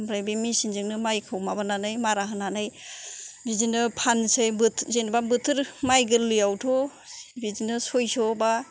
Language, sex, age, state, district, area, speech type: Bodo, female, 45-60, Assam, Kokrajhar, urban, spontaneous